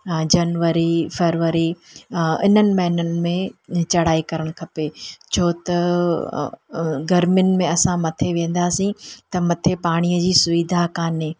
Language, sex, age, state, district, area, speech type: Sindhi, female, 45-60, Gujarat, Junagadh, urban, spontaneous